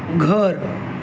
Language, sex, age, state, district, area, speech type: Marathi, male, 30-45, Maharashtra, Mumbai Suburban, urban, read